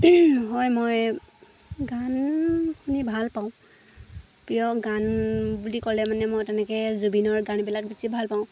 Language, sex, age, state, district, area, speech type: Assamese, female, 18-30, Assam, Lakhimpur, rural, spontaneous